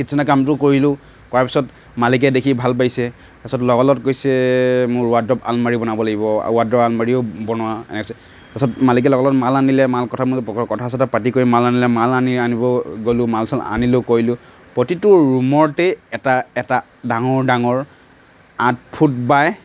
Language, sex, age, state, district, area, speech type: Assamese, male, 30-45, Assam, Nagaon, rural, spontaneous